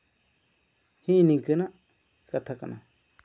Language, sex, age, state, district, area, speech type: Santali, male, 18-30, West Bengal, Bankura, rural, spontaneous